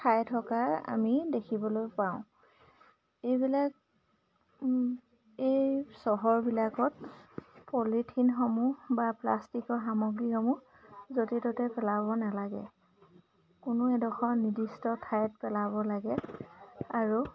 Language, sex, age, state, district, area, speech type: Assamese, female, 30-45, Assam, Majuli, urban, spontaneous